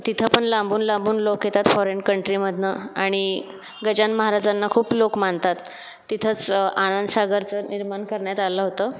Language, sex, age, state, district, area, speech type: Marathi, female, 30-45, Maharashtra, Buldhana, urban, spontaneous